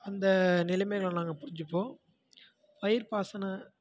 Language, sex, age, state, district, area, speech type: Tamil, male, 18-30, Tamil Nadu, Tiruvarur, rural, spontaneous